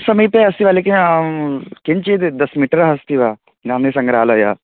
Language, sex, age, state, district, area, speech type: Sanskrit, male, 18-30, Bihar, East Champaran, urban, conversation